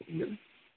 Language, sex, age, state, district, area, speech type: Bengali, male, 18-30, West Bengal, Birbhum, urban, conversation